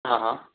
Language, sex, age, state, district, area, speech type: Gujarati, male, 30-45, Gujarat, Ahmedabad, urban, conversation